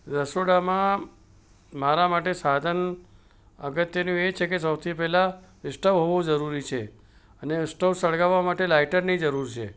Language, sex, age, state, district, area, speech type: Gujarati, male, 60+, Gujarat, Ahmedabad, urban, spontaneous